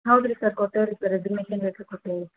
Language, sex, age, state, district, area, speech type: Kannada, female, 18-30, Karnataka, Dharwad, rural, conversation